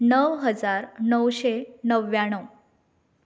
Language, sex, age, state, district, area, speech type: Goan Konkani, female, 18-30, Goa, Canacona, rural, spontaneous